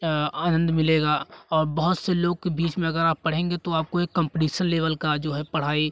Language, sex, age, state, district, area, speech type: Hindi, male, 18-30, Uttar Pradesh, Jaunpur, rural, spontaneous